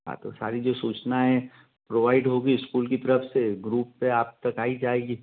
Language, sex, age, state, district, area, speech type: Hindi, male, 45-60, Madhya Pradesh, Ujjain, urban, conversation